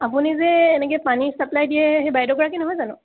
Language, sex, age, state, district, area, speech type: Assamese, female, 18-30, Assam, Dhemaji, urban, conversation